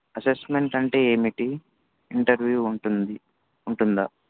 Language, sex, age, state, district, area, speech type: Telugu, male, 18-30, Telangana, Wanaparthy, urban, conversation